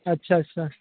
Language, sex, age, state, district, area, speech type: Punjabi, male, 18-30, Punjab, Ludhiana, urban, conversation